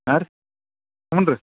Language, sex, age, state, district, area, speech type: Kannada, male, 45-60, Karnataka, Dharwad, rural, conversation